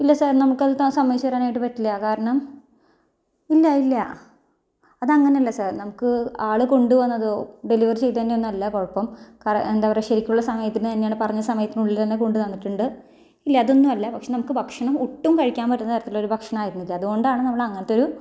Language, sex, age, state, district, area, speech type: Malayalam, female, 30-45, Kerala, Thrissur, urban, spontaneous